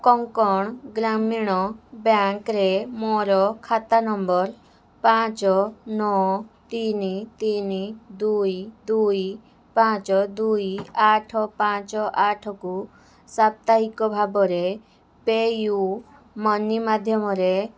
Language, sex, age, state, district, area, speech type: Odia, female, 18-30, Odisha, Balasore, rural, read